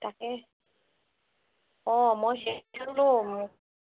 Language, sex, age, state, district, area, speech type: Assamese, female, 30-45, Assam, Sivasagar, rural, conversation